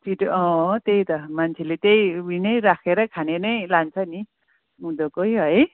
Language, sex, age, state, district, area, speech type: Nepali, female, 45-60, West Bengal, Kalimpong, rural, conversation